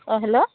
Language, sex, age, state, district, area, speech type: Assamese, female, 60+, Assam, Udalguri, rural, conversation